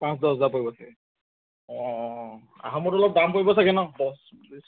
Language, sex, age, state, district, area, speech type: Assamese, male, 18-30, Assam, Dibrugarh, urban, conversation